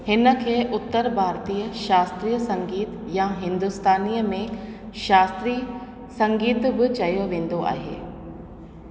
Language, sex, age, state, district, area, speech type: Sindhi, female, 30-45, Rajasthan, Ajmer, urban, read